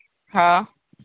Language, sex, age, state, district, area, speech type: Hindi, male, 30-45, Bihar, Madhepura, rural, conversation